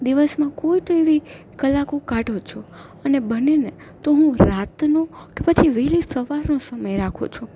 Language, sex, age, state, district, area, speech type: Gujarati, female, 18-30, Gujarat, Junagadh, urban, spontaneous